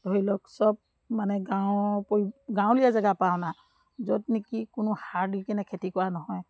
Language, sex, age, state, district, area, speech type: Assamese, female, 60+, Assam, Dibrugarh, rural, spontaneous